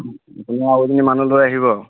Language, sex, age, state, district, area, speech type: Assamese, male, 30-45, Assam, Dibrugarh, rural, conversation